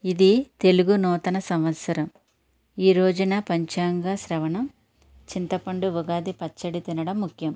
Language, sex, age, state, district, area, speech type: Telugu, female, 60+, Andhra Pradesh, Konaseema, rural, spontaneous